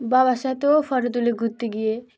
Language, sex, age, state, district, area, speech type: Bengali, female, 18-30, West Bengal, Dakshin Dinajpur, urban, spontaneous